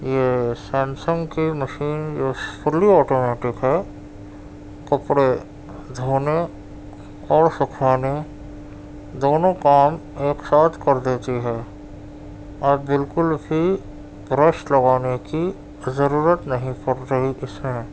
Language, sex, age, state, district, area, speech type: Urdu, male, 18-30, Delhi, Central Delhi, urban, spontaneous